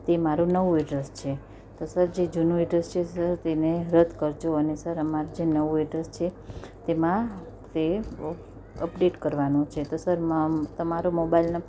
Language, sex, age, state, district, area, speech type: Gujarati, female, 30-45, Gujarat, Surat, urban, spontaneous